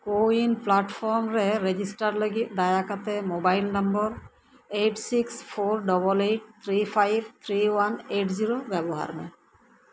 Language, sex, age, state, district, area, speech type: Santali, female, 60+, West Bengal, Birbhum, rural, read